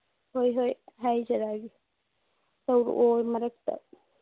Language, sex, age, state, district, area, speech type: Manipuri, female, 30-45, Manipur, Churachandpur, urban, conversation